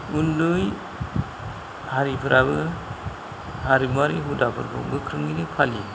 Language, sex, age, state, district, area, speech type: Bodo, male, 45-60, Assam, Kokrajhar, rural, spontaneous